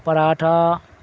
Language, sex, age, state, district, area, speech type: Urdu, male, 60+, Bihar, Darbhanga, rural, spontaneous